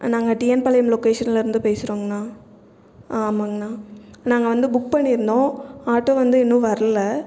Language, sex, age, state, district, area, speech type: Tamil, female, 30-45, Tamil Nadu, Erode, rural, spontaneous